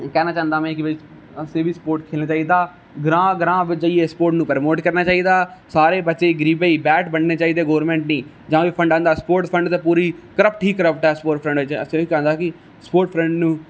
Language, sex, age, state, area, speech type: Dogri, male, 18-30, Jammu and Kashmir, rural, spontaneous